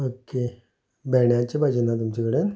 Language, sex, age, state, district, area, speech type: Goan Konkani, male, 45-60, Goa, Canacona, rural, spontaneous